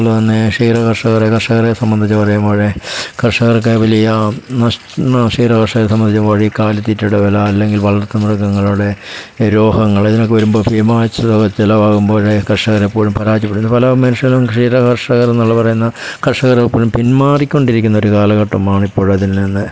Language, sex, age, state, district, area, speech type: Malayalam, male, 60+, Kerala, Pathanamthitta, rural, spontaneous